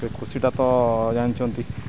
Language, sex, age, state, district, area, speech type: Odia, male, 45-60, Odisha, Sundergarh, urban, spontaneous